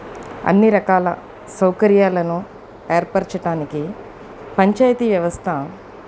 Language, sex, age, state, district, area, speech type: Telugu, female, 45-60, Andhra Pradesh, Eluru, urban, spontaneous